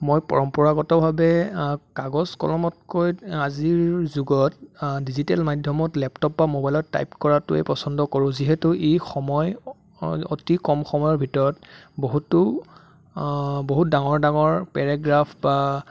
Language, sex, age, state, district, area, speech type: Assamese, male, 18-30, Assam, Sonitpur, urban, spontaneous